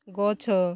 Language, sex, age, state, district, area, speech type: Odia, female, 45-60, Odisha, Kalahandi, rural, read